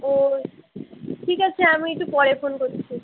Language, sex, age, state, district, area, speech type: Bengali, female, 30-45, West Bengal, Uttar Dinajpur, urban, conversation